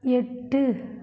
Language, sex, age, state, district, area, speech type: Tamil, female, 45-60, Tamil Nadu, Krishnagiri, rural, read